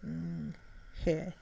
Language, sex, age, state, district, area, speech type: Assamese, female, 45-60, Assam, Tinsukia, urban, spontaneous